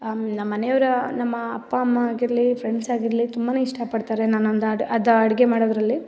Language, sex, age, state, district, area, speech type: Kannada, female, 18-30, Karnataka, Mysore, rural, spontaneous